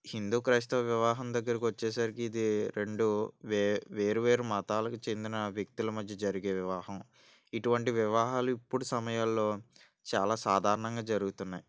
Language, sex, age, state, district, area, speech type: Telugu, male, 18-30, Andhra Pradesh, N T Rama Rao, urban, spontaneous